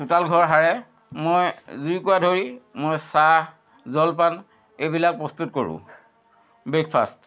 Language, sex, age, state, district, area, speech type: Assamese, male, 60+, Assam, Dhemaji, rural, spontaneous